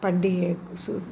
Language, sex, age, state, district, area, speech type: Tamil, female, 60+, Tamil Nadu, Salem, rural, spontaneous